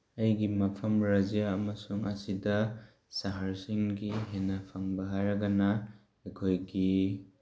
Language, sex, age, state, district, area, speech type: Manipuri, male, 18-30, Manipur, Tengnoupal, rural, spontaneous